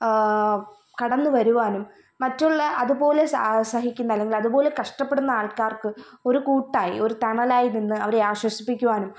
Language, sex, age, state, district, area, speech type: Malayalam, female, 18-30, Kerala, Kollam, rural, spontaneous